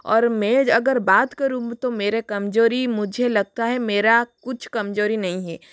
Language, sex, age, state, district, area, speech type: Hindi, female, 30-45, Rajasthan, Jodhpur, rural, spontaneous